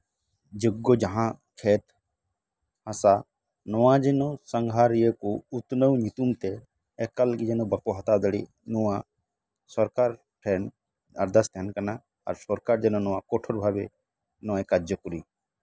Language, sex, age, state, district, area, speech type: Santali, male, 30-45, West Bengal, Birbhum, rural, spontaneous